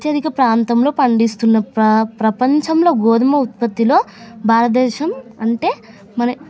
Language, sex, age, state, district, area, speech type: Telugu, female, 18-30, Telangana, Hyderabad, urban, spontaneous